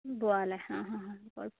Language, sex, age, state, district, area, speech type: Malayalam, male, 30-45, Kerala, Wayanad, rural, conversation